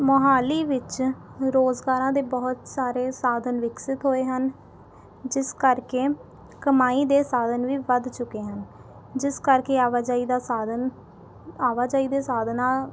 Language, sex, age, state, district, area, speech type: Punjabi, female, 18-30, Punjab, Mohali, urban, spontaneous